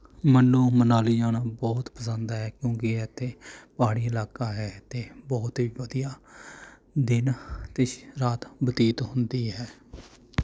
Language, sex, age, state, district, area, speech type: Punjabi, male, 30-45, Punjab, Mohali, urban, spontaneous